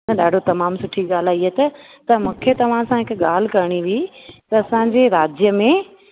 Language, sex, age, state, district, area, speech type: Sindhi, female, 30-45, Rajasthan, Ajmer, urban, conversation